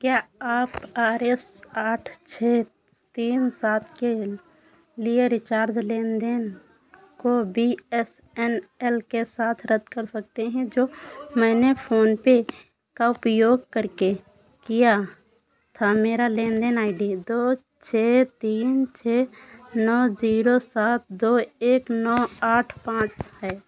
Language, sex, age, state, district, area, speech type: Hindi, female, 30-45, Uttar Pradesh, Sitapur, rural, read